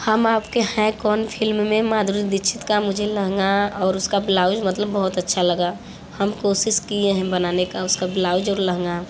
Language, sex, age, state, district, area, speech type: Hindi, female, 18-30, Uttar Pradesh, Mirzapur, rural, spontaneous